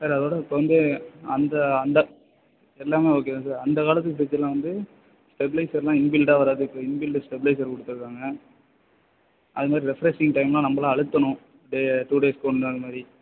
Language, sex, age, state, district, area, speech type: Tamil, male, 18-30, Tamil Nadu, Nagapattinam, rural, conversation